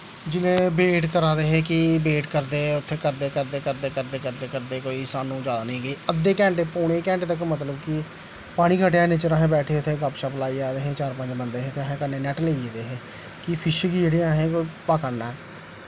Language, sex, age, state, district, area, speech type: Dogri, male, 30-45, Jammu and Kashmir, Jammu, rural, spontaneous